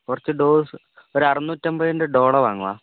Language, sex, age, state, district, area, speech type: Malayalam, male, 30-45, Kerala, Wayanad, rural, conversation